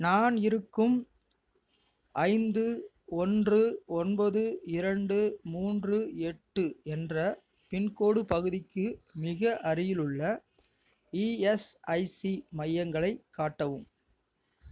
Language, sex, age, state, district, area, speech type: Tamil, male, 30-45, Tamil Nadu, Tiruchirappalli, rural, read